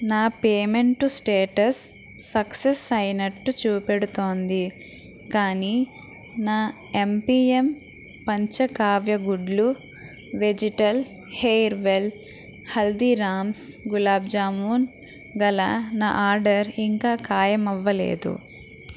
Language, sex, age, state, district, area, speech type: Telugu, female, 45-60, Andhra Pradesh, East Godavari, rural, read